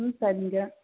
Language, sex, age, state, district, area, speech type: Tamil, female, 18-30, Tamil Nadu, Nilgiris, rural, conversation